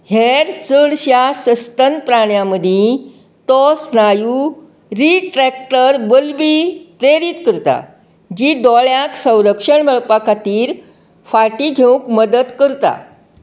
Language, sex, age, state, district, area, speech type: Goan Konkani, female, 60+, Goa, Canacona, rural, read